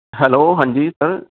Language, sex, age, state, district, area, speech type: Punjabi, male, 45-60, Punjab, Amritsar, urban, conversation